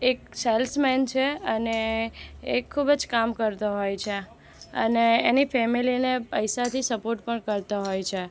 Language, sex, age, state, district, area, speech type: Gujarati, female, 18-30, Gujarat, Anand, rural, spontaneous